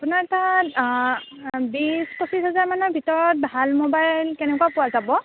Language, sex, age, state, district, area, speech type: Assamese, female, 18-30, Assam, Kamrup Metropolitan, urban, conversation